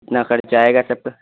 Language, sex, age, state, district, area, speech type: Urdu, male, 18-30, Bihar, Purnia, rural, conversation